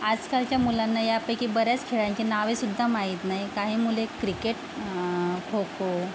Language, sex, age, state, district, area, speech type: Marathi, female, 18-30, Maharashtra, Akola, urban, spontaneous